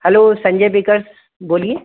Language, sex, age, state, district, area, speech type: Hindi, male, 18-30, Madhya Pradesh, Bhopal, urban, conversation